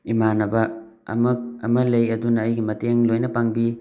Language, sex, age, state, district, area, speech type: Manipuri, male, 18-30, Manipur, Thoubal, rural, spontaneous